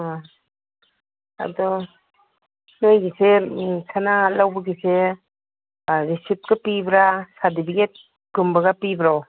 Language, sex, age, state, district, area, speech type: Manipuri, female, 60+, Manipur, Kangpokpi, urban, conversation